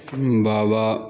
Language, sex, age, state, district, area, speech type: Punjabi, male, 30-45, Punjab, Jalandhar, urban, spontaneous